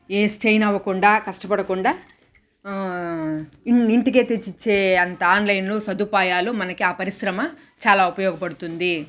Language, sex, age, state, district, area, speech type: Telugu, female, 30-45, Andhra Pradesh, Sri Balaji, urban, spontaneous